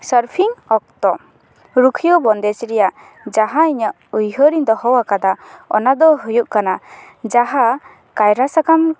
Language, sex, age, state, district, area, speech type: Santali, female, 18-30, West Bengal, Paschim Bardhaman, rural, spontaneous